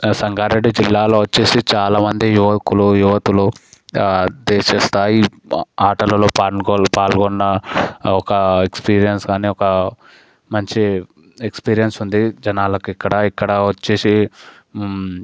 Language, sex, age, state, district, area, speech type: Telugu, male, 18-30, Telangana, Sangareddy, rural, spontaneous